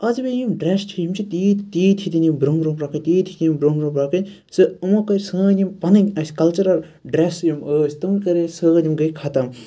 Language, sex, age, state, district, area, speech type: Kashmiri, male, 18-30, Jammu and Kashmir, Ganderbal, rural, spontaneous